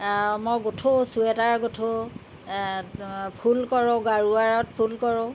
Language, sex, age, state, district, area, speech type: Assamese, female, 60+, Assam, Jorhat, urban, spontaneous